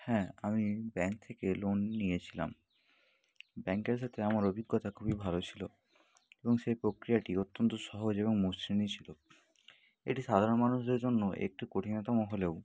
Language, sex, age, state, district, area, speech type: Bengali, male, 30-45, West Bengal, Bankura, urban, spontaneous